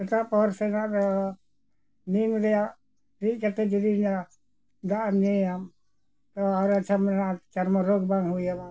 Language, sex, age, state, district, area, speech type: Santali, male, 60+, Jharkhand, Bokaro, rural, spontaneous